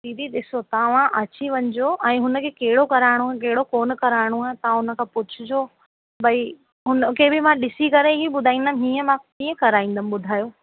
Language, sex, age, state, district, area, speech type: Sindhi, female, 18-30, Rajasthan, Ajmer, urban, conversation